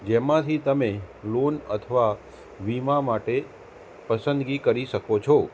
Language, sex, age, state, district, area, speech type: Gujarati, male, 30-45, Gujarat, Kheda, urban, spontaneous